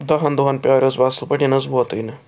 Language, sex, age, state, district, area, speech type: Kashmiri, male, 45-60, Jammu and Kashmir, Srinagar, urban, spontaneous